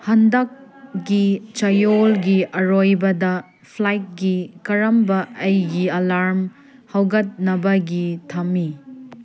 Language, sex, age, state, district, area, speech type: Manipuri, female, 30-45, Manipur, Senapati, urban, read